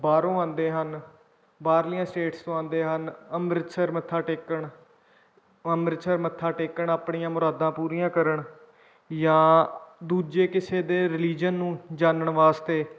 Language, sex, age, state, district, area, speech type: Punjabi, male, 18-30, Punjab, Kapurthala, rural, spontaneous